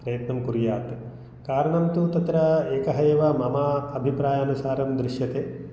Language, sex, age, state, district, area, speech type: Sanskrit, male, 45-60, Telangana, Mahbubnagar, rural, spontaneous